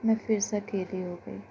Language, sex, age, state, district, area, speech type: Urdu, female, 18-30, Delhi, Central Delhi, urban, spontaneous